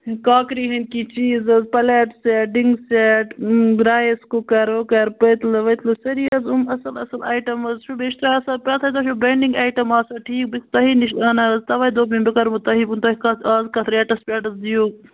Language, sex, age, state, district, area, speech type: Kashmiri, female, 30-45, Jammu and Kashmir, Kupwara, rural, conversation